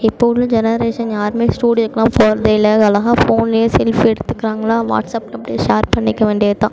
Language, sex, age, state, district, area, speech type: Tamil, female, 18-30, Tamil Nadu, Mayiladuthurai, urban, spontaneous